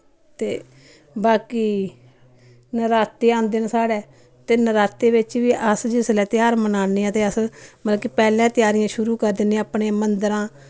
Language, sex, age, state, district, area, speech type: Dogri, female, 30-45, Jammu and Kashmir, Samba, rural, spontaneous